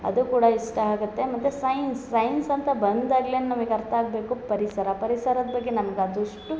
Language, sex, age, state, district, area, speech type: Kannada, female, 30-45, Karnataka, Hassan, urban, spontaneous